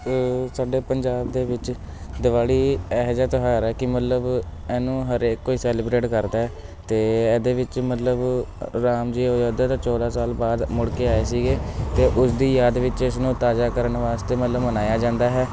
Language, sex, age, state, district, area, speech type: Punjabi, male, 18-30, Punjab, Shaheed Bhagat Singh Nagar, urban, spontaneous